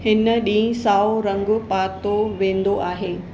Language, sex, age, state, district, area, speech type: Sindhi, female, 45-60, Maharashtra, Mumbai Suburban, urban, read